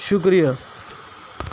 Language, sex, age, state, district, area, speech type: Urdu, male, 45-60, Delhi, Central Delhi, urban, spontaneous